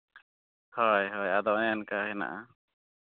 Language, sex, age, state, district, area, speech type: Santali, male, 30-45, Jharkhand, East Singhbhum, rural, conversation